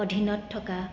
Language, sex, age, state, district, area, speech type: Assamese, female, 30-45, Assam, Kamrup Metropolitan, urban, spontaneous